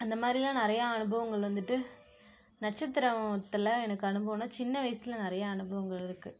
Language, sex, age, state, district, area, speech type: Tamil, female, 18-30, Tamil Nadu, Perambalur, urban, spontaneous